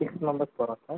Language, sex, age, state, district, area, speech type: Tamil, male, 30-45, Tamil Nadu, Viluppuram, urban, conversation